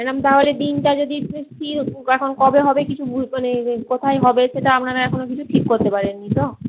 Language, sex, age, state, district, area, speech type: Bengali, female, 45-60, West Bengal, Paschim Medinipur, rural, conversation